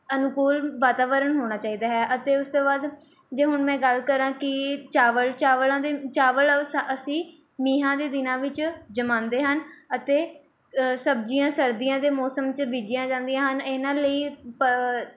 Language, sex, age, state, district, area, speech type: Punjabi, female, 18-30, Punjab, Mohali, rural, spontaneous